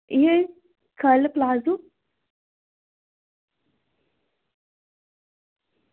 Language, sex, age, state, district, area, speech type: Dogri, female, 18-30, Jammu and Kashmir, Jammu, rural, conversation